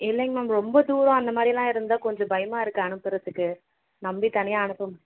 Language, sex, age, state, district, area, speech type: Tamil, female, 18-30, Tamil Nadu, Vellore, urban, conversation